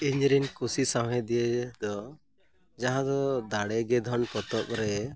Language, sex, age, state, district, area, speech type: Santali, male, 30-45, Jharkhand, East Singhbhum, rural, spontaneous